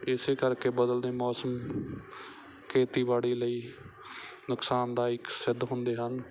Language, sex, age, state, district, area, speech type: Punjabi, male, 18-30, Punjab, Bathinda, rural, spontaneous